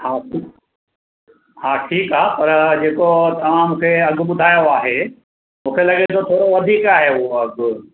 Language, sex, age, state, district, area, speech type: Sindhi, male, 60+, Maharashtra, Mumbai Suburban, urban, conversation